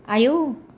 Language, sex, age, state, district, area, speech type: Bodo, female, 60+, Assam, Kokrajhar, rural, read